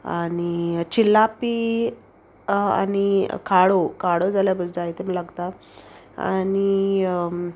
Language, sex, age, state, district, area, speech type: Goan Konkani, female, 30-45, Goa, Salcete, rural, spontaneous